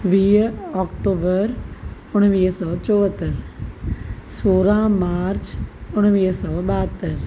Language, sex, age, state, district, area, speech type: Sindhi, female, 45-60, Maharashtra, Thane, urban, spontaneous